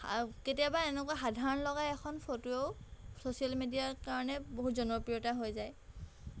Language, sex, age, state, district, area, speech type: Assamese, female, 18-30, Assam, Golaghat, urban, spontaneous